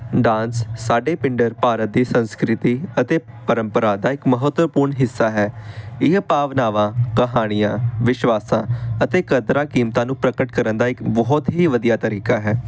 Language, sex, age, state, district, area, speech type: Punjabi, male, 18-30, Punjab, Amritsar, urban, spontaneous